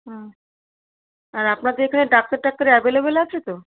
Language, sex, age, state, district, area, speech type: Bengali, female, 45-60, West Bengal, Darjeeling, rural, conversation